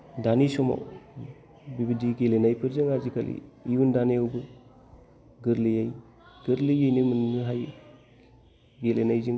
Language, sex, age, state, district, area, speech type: Bodo, male, 30-45, Assam, Kokrajhar, rural, spontaneous